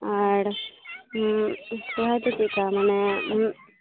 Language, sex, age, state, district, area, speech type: Santali, female, 18-30, West Bengal, Purba Bardhaman, rural, conversation